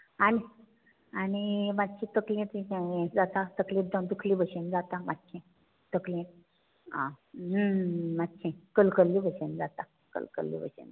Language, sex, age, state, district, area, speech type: Goan Konkani, female, 60+, Goa, Bardez, rural, conversation